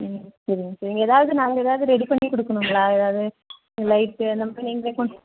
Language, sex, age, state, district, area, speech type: Tamil, female, 45-60, Tamil Nadu, Nilgiris, rural, conversation